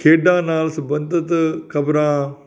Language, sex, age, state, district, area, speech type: Punjabi, male, 45-60, Punjab, Faridkot, urban, spontaneous